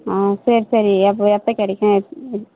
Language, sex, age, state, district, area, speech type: Tamil, female, 30-45, Tamil Nadu, Tirupattur, rural, conversation